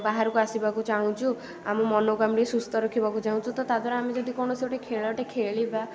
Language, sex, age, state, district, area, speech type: Odia, female, 18-30, Odisha, Puri, urban, spontaneous